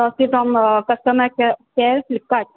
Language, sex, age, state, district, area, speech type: Goan Konkani, female, 18-30, Goa, Salcete, rural, conversation